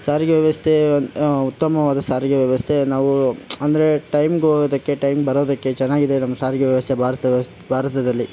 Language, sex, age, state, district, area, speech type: Kannada, male, 18-30, Karnataka, Kolar, rural, spontaneous